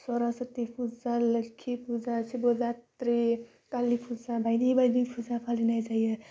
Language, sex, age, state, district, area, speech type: Bodo, female, 18-30, Assam, Udalguri, urban, spontaneous